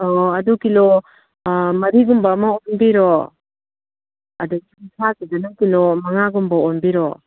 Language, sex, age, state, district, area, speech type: Manipuri, female, 60+, Manipur, Kangpokpi, urban, conversation